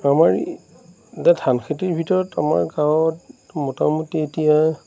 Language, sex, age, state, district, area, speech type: Assamese, male, 45-60, Assam, Darrang, rural, spontaneous